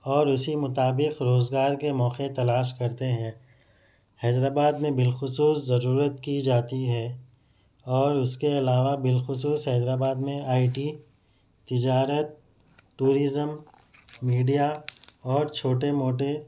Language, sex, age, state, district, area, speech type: Urdu, male, 30-45, Telangana, Hyderabad, urban, spontaneous